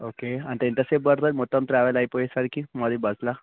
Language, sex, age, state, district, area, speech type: Telugu, male, 18-30, Telangana, Vikarabad, urban, conversation